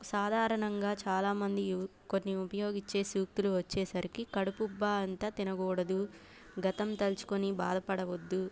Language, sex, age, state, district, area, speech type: Telugu, female, 18-30, Andhra Pradesh, Bapatla, urban, spontaneous